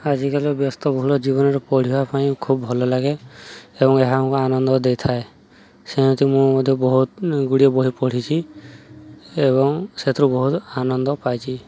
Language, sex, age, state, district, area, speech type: Odia, male, 30-45, Odisha, Subarnapur, urban, spontaneous